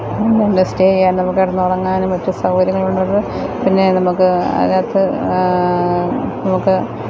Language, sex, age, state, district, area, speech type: Malayalam, female, 45-60, Kerala, Thiruvananthapuram, rural, spontaneous